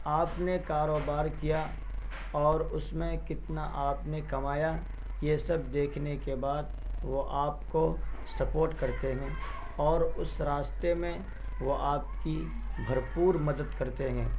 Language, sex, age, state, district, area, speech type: Urdu, male, 18-30, Bihar, Purnia, rural, spontaneous